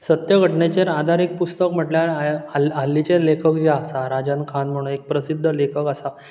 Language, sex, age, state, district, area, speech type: Goan Konkani, male, 18-30, Goa, Bardez, urban, spontaneous